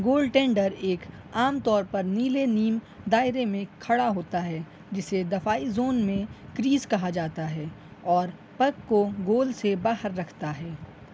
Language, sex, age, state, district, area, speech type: Urdu, male, 18-30, Uttar Pradesh, Shahjahanpur, urban, read